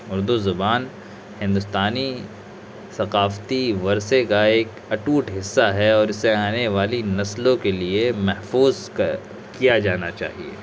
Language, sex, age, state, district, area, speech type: Urdu, male, 30-45, Delhi, South Delhi, rural, spontaneous